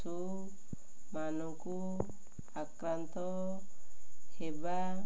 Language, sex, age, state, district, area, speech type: Odia, female, 45-60, Odisha, Ganjam, urban, spontaneous